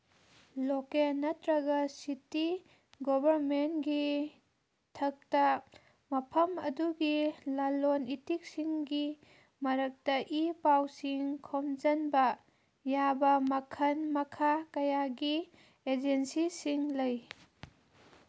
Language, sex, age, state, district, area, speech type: Manipuri, female, 30-45, Manipur, Kangpokpi, urban, read